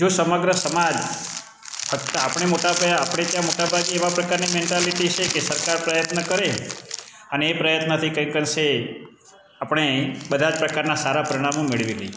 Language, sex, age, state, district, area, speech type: Gujarati, male, 45-60, Gujarat, Amreli, rural, spontaneous